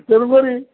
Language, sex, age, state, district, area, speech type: Odia, male, 45-60, Odisha, Sundergarh, rural, conversation